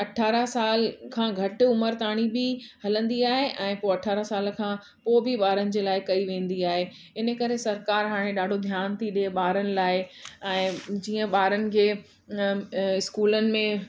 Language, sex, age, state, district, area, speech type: Sindhi, female, 45-60, Rajasthan, Ajmer, urban, spontaneous